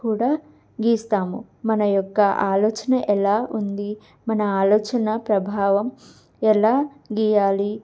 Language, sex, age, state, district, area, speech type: Telugu, female, 18-30, Andhra Pradesh, Guntur, urban, spontaneous